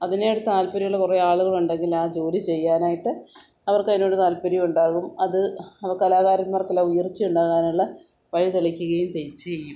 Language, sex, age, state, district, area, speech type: Malayalam, female, 45-60, Kerala, Kottayam, rural, spontaneous